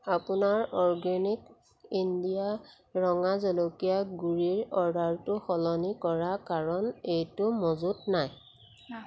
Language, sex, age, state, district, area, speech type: Assamese, female, 30-45, Assam, Jorhat, urban, read